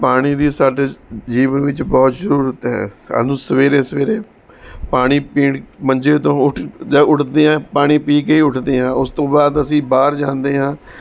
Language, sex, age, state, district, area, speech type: Punjabi, male, 45-60, Punjab, Mohali, urban, spontaneous